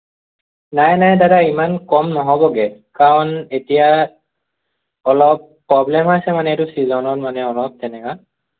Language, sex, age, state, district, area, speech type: Assamese, male, 18-30, Assam, Morigaon, rural, conversation